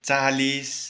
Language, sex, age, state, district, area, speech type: Nepali, male, 18-30, West Bengal, Kalimpong, rural, spontaneous